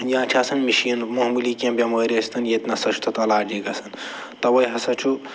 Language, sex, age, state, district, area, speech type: Kashmiri, male, 45-60, Jammu and Kashmir, Budgam, urban, spontaneous